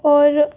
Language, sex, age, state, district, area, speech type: Hindi, female, 18-30, Madhya Pradesh, Jabalpur, urban, spontaneous